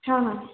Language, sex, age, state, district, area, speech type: Hindi, female, 18-30, Madhya Pradesh, Balaghat, rural, conversation